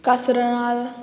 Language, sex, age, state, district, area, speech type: Goan Konkani, female, 18-30, Goa, Murmgao, urban, spontaneous